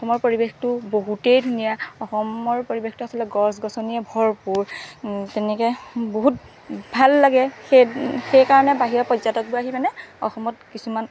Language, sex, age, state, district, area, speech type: Assamese, female, 30-45, Assam, Golaghat, urban, spontaneous